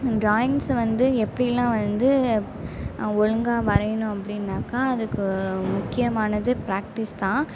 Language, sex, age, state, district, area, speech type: Tamil, female, 18-30, Tamil Nadu, Mayiladuthurai, urban, spontaneous